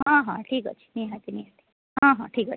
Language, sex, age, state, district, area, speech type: Odia, female, 18-30, Odisha, Rayagada, rural, conversation